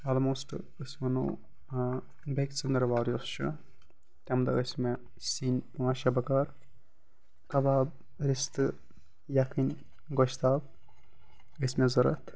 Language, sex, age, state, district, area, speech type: Kashmiri, male, 18-30, Jammu and Kashmir, Baramulla, rural, spontaneous